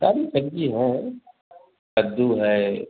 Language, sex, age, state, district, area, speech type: Hindi, male, 30-45, Uttar Pradesh, Azamgarh, rural, conversation